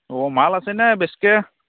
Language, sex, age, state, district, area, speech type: Assamese, male, 30-45, Assam, Darrang, rural, conversation